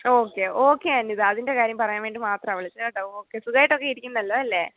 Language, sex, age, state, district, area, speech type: Malayalam, male, 45-60, Kerala, Pathanamthitta, rural, conversation